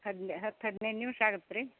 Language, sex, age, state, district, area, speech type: Kannada, female, 60+, Karnataka, Gadag, rural, conversation